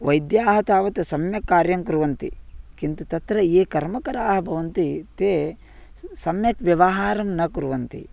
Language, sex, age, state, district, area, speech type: Sanskrit, male, 18-30, Karnataka, Vijayapura, rural, spontaneous